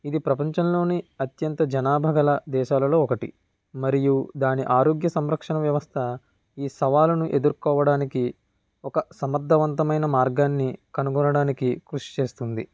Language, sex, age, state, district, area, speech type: Telugu, male, 18-30, Andhra Pradesh, Kakinada, rural, spontaneous